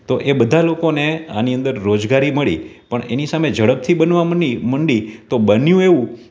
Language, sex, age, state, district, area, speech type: Gujarati, male, 30-45, Gujarat, Rajkot, urban, spontaneous